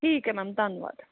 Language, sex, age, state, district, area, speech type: Punjabi, female, 18-30, Punjab, Pathankot, rural, conversation